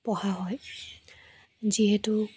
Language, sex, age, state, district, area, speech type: Assamese, female, 18-30, Assam, Dibrugarh, urban, spontaneous